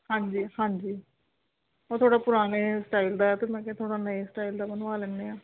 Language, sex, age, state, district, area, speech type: Punjabi, female, 30-45, Punjab, Ludhiana, urban, conversation